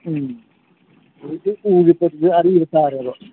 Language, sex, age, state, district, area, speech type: Manipuri, male, 30-45, Manipur, Thoubal, rural, conversation